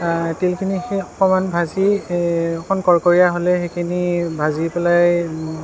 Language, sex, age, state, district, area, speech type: Assamese, male, 30-45, Assam, Sonitpur, urban, spontaneous